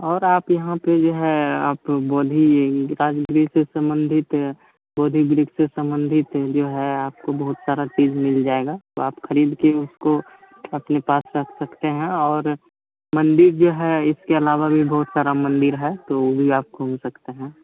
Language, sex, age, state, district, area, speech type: Hindi, male, 30-45, Bihar, Madhepura, rural, conversation